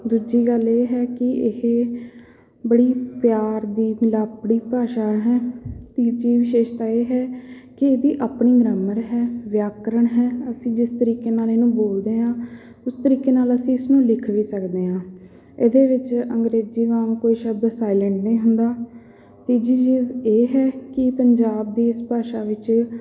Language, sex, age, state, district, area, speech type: Punjabi, female, 18-30, Punjab, Patiala, rural, spontaneous